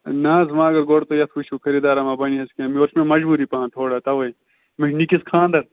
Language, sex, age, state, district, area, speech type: Kashmiri, male, 30-45, Jammu and Kashmir, Bandipora, rural, conversation